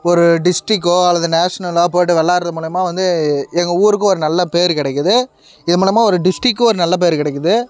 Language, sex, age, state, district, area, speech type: Tamil, male, 18-30, Tamil Nadu, Kallakurichi, urban, spontaneous